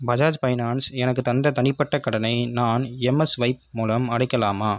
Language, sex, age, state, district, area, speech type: Tamil, male, 18-30, Tamil Nadu, Viluppuram, urban, read